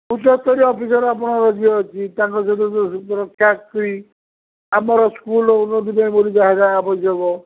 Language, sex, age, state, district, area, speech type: Odia, male, 45-60, Odisha, Sundergarh, rural, conversation